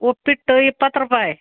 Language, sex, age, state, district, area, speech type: Kannada, female, 45-60, Karnataka, Gadag, rural, conversation